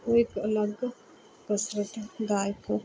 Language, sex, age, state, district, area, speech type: Punjabi, female, 30-45, Punjab, Pathankot, rural, spontaneous